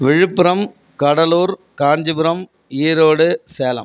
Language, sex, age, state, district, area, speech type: Tamil, male, 45-60, Tamil Nadu, Viluppuram, rural, spontaneous